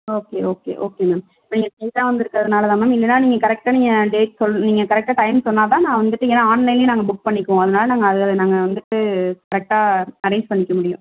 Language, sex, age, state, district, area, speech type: Tamil, female, 30-45, Tamil Nadu, Tiruvarur, rural, conversation